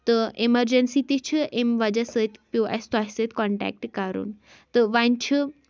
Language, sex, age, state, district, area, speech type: Kashmiri, female, 30-45, Jammu and Kashmir, Kupwara, rural, spontaneous